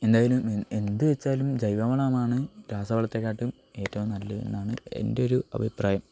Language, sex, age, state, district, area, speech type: Malayalam, male, 18-30, Kerala, Wayanad, rural, spontaneous